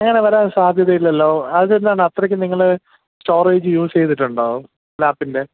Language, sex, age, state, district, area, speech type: Malayalam, male, 30-45, Kerala, Thiruvananthapuram, urban, conversation